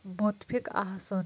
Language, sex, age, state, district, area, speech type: Kashmiri, female, 30-45, Jammu and Kashmir, Kulgam, rural, read